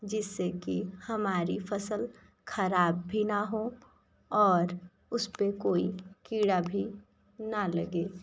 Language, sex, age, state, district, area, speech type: Hindi, female, 30-45, Uttar Pradesh, Sonbhadra, rural, spontaneous